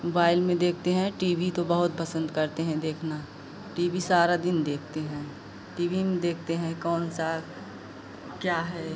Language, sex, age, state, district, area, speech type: Hindi, female, 45-60, Uttar Pradesh, Pratapgarh, rural, spontaneous